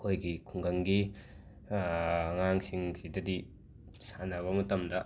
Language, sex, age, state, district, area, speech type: Manipuri, male, 30-45, Manipur, Imphal West, urban, spontaneous